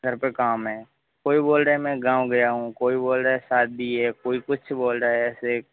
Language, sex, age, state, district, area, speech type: Hindi, male, 18-30, Rajasthan, Jodhpur, urban, conversation